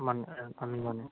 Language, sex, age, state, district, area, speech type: Assamese, male, 18-30, Assam, Charaideo, rural, conversation